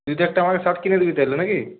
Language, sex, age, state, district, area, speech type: Bengali, male, 18-30, West Bengal, Purulia, urban, conversation